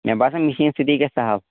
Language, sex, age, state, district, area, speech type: Kashmiri, male, 18-30, Jammu and Kashmir, Anantnag, rural, conversation